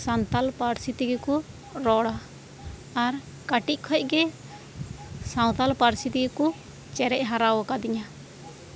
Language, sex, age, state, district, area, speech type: Santali, female, 18-30, West Bengal, Birbhum, rural, spontaneous